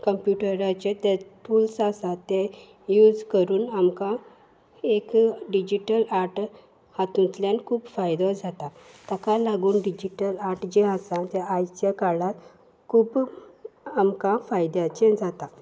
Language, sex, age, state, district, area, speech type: Goan Konkani, female, 18-30, Goa, Salcete, urban, spontaneous